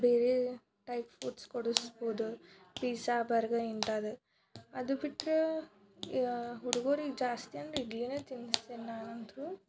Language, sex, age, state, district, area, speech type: Kannada, female, 18-30, Karnataka, Dharwad, urban, spontaneous